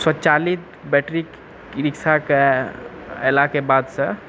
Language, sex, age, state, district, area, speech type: Maithili, male, 18-30, Bihar, Purnia, urban, spontaneous